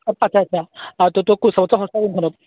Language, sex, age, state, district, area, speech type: Assamese, male, 18-30, Assam, Charaideo, urban, conversation